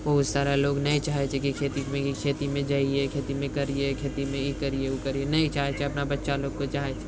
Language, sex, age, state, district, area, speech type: Maithili, male, 30-45, Bihar, Purnia, rural, spontaneous